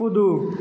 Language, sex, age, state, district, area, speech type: Maithili, male, 18-30, Bihar, Saharsa, rural, read